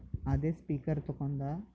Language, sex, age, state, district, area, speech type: Kannada, male, 18-30, Karnataka, Bidar, urban, spontaneous